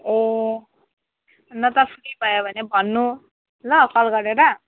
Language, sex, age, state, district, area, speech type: Nepali, female, 18-30, West Bengal, Alipurduar, urban, conversation